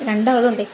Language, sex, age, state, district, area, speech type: Malayalam, female, 30-45, Kerala, Kozhikode, rural, spontaneous